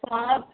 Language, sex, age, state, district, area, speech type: Hindi, female, 30-45, Bihar, Madhepura, rural, conversation